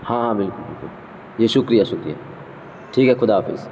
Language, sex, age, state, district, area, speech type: Urdu, male, 18-30, Bihar, Gaya, urban, spontaneous